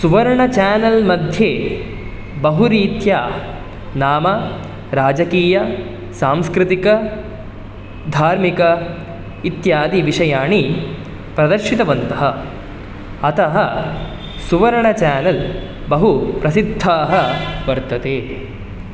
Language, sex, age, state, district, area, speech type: Sanskrit, male, 18-30, Karnataka, Dakshina Kannada, rural, spontaneous